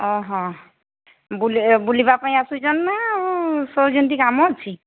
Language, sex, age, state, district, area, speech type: Odia, female, 45-60, Odisha, Sambalpur, rural, conversation